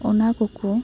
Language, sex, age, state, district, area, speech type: Santali, female, 18-30, West Bengal, Purba Bardhaman, rural, spontaneous